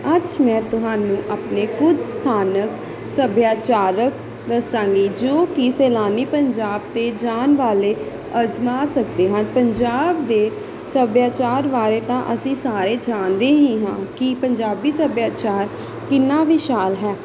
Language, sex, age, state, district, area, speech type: Punjabi, female, 18-30, Punjab, Pathankot, urban, spontaneous